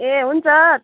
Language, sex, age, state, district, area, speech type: Nepali, female, 45-60, West Bengal, Kalimpong, rural, conversation